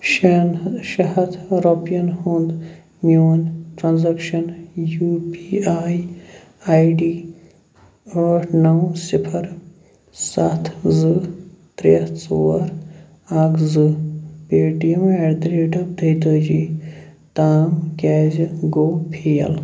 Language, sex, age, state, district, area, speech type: Kashmiri, male, 18-30, Jammu and Kashmir, Shopian, urban, read